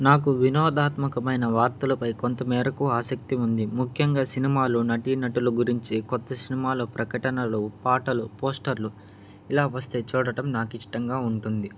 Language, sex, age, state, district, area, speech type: Telugu, male, 18-30, Andhra Pradesh, Nandyal, urban, spontaneous